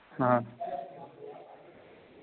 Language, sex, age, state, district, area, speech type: Hindi, male, 30-45, Bihar, Vaishali, urban, conversation